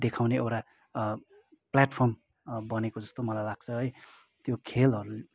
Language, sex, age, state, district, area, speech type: Nepali, male, 30-45, West Bengal, Kalimpong, rural, spontaneous